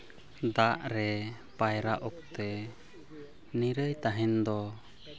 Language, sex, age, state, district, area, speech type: Santali, male, 30-45, Jharkhand, East Singhbhum, rural, spontaneous